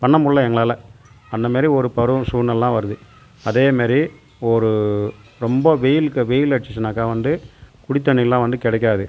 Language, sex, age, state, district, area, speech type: Tamil, male, 45-60, Tamil Nadu, Tiruvannamalai, rural, spontaneous